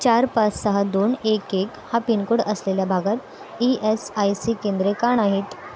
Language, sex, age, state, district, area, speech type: Marathi, female, 18-30, Maharashtra, Mumbai Suburban, urban, read